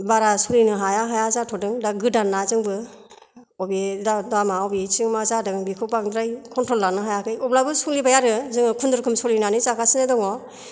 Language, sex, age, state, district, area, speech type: Bodo, female, 60+, Assam, Kokrajhar, rural, spontaneous